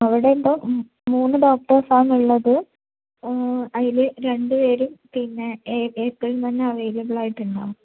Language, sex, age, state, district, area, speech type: Malayalam, female, 18-30, Kerala, Wayanad, rural, conversation